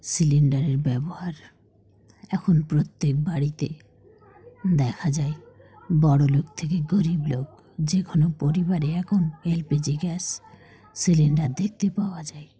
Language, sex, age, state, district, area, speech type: Bengali, female, 45-60, West Bengal, Dakshin Dinajpur, urban, spontaneous